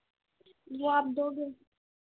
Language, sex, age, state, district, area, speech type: Hindi, female, 18-30, Bihar, Begusarai, urban, conversation